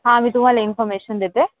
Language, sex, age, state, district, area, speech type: Marathi, female, 18-30, Maharashtra, Nashik, urban, conversation